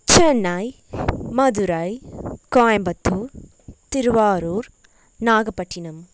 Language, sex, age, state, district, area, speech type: Tamil, female, 18-30, Tamil Nadu, Nagapattinam, rural, spontaneous